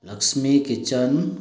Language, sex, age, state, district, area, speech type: Manipuri, male, 45-60, Manipur, Bishnupur, rural, spontaneous